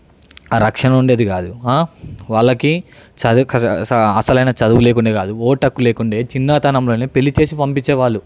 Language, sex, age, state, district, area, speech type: Telugu, male, 18-30, Telangana, Hyderabad, urban, spontaneous